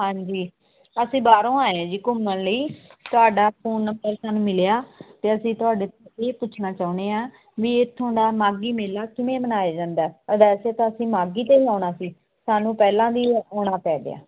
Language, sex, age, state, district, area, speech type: Punjabi, female, 30-45, Punjab, Muktsar, urban, conversation